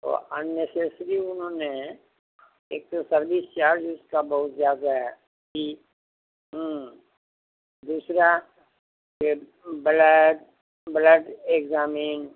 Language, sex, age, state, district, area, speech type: Urdu, male, 60+, Bihar, Madhubani, rural, conversation